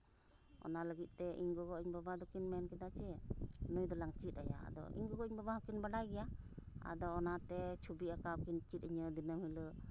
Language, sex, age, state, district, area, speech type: Santali, female, 45-60, West Bengal, Uttar Dinajpur, rural, spontaneous